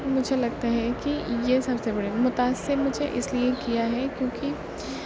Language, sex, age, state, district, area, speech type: Urdu, female, 18-30, Uttar Pradesh, Aligarh, urban, spontaneous